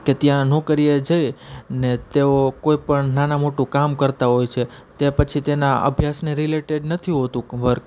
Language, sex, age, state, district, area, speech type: Gujarati, male, 30-45, Gujarat, Rajkot, urban, spontaneous